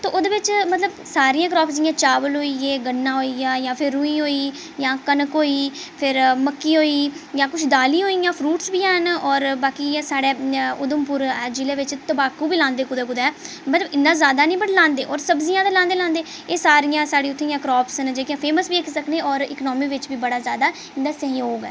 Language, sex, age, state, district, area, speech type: Dogri, female, 30-45, Jammu and Kashmir, Udhampur, urban, spontaneous